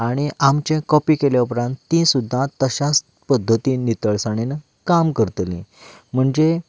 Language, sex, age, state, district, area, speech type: Goan Konkani, male, 30-45, Goa, Canacona, rural, spontaneous